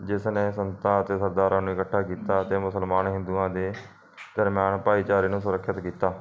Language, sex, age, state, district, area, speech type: Punjabi, male, 45-60, Punjab, Barnala, rural, spontaneous